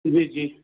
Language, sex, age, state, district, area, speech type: Sindhi, male, 60+, Gujarat, Kutch, rural, conversation